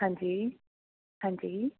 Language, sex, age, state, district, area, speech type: Punjabi, female, 30-45, Punjab, Patiala, rural, conversation